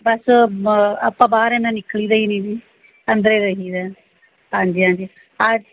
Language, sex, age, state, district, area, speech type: Punjabi, female, 45-60, Punjab, Mohali, urban, conversation